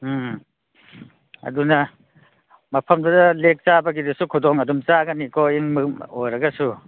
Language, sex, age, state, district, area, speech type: Manipuri, male, 45-60, Manipur, Kangpokpi, urban, conversation